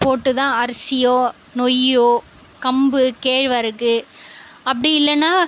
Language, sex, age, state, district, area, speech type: Tamil, female, 18-30, Tamil Nadu, Viluppuram, rural, spontaneous